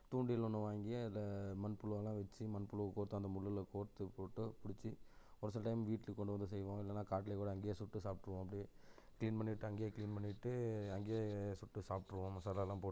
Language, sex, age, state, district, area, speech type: Tamil, male, 30-45, Tamil Nadu, Namakkal, rural, spontaneous